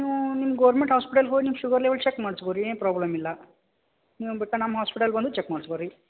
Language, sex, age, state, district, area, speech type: Kannada, male, 30-45, Karnataka, Belgaum, urban, conversation